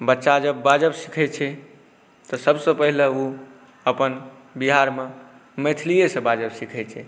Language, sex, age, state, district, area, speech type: Maithili, male, 18-30, Bihar, Saharsa, rural, spontaneous